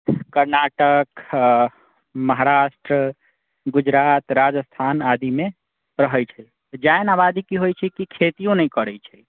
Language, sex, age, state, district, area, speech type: Maithili, male, 30-45, Bihar, Sitamarhi, rural, conversation